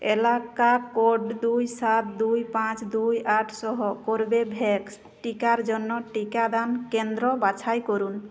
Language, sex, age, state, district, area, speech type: Bengali, female, 30-45, West Bengal, Jhargram, rural, read